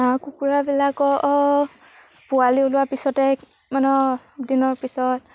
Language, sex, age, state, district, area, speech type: Assamese, female, 18-30, Assam, Sivasagar, rural, spontaneous